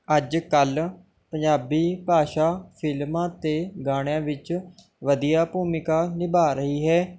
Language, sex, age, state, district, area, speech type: Punjabi, male, 18-30, Punjab, Mohali, rural, spontaneous